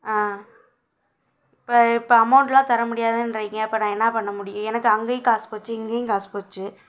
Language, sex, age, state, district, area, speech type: Tamil, female, 18-30, Tamil Nadu, Madurai, urban, spontaneous